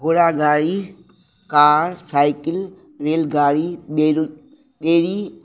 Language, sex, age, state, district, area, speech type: Sindhi, female, 60+, Uttar Pradesh, Lucknow, urban, spontaneous